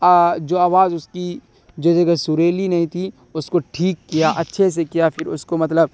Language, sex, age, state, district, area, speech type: Urdu, male, 18-30, Bihar, Darbhanga, rural, spontaneous